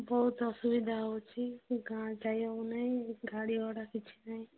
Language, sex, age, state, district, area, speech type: Odia, female, 18-30, Odisha, Nabarangpur, urban, conversation